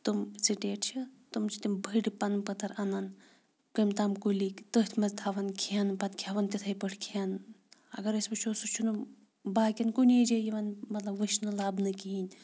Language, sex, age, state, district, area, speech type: Kashmiri, female, 30-45, Jammu and Kashmir, Shopian, urban, spontaneous